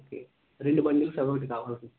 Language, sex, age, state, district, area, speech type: Telugu, male, 18-30, Andhra Pradesh, Konaseema, rural, conversation